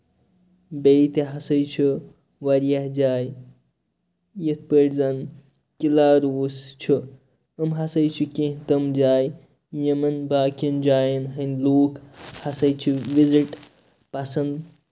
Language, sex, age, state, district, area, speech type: Kashmiri, male, 30-45, Jammu and Kashmir, Kupwara, rural, spontaneous